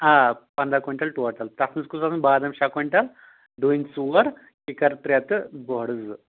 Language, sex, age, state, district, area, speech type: Kashmiri, male, 30-45, Jammu and Kashmir, Anantnag, rural, conversation